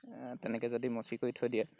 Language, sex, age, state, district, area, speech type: Assamese, male, 18-30, Assam, Golaghat, rural, spontaneous